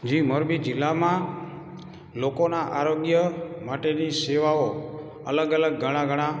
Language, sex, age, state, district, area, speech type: Gujarati, male, 30-45, Gujarat, Morbi, rural, spontaneous